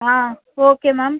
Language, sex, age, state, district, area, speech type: Tamil, female, 18-30, Tamil Nadu, Cuddalore, rural, conversation